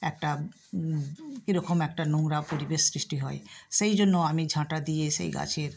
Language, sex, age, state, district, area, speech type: Bengali, female, 60+, West Bengal, Nadia, rural, spontaneous